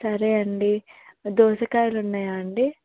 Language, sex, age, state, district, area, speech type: Telugu, female, 18-30, Telangana, Medak, rural, conversation